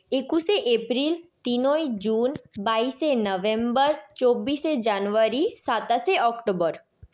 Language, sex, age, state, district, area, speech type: Bengali, female, 18-30, West Bengal, Purulia, urban, spontaneous